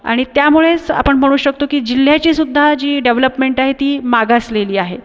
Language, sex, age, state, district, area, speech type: Marathi, female, 30-45, Maharashtra, Buldhana, urban, spontaneous